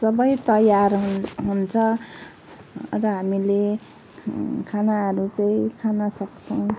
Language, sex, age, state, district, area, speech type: Nepali, female, 45-60, West Bengal, Kalimpong, rural, spontaneous